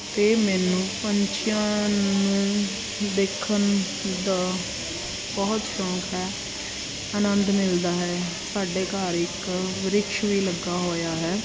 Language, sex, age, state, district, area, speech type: Punjabi, female, 30-45, Punjab, Jalandhar, urban, spontaneous